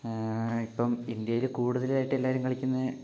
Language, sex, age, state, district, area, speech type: Malayalam, male, 18-30, Kerala, Wayanad, rural, spontaneous